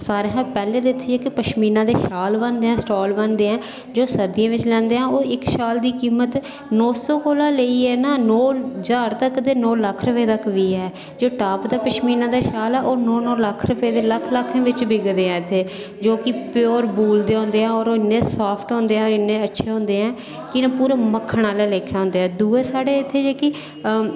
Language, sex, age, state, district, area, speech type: Dogri, female, 18-30, Jammu and Kashmir, Reasi, rural, spontaneous